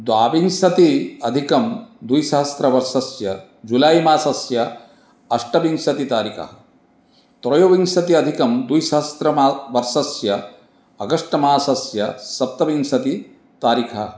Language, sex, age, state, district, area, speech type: Sanskrit, male, 45-60, Odisha, Cuttack, urban, spontaneous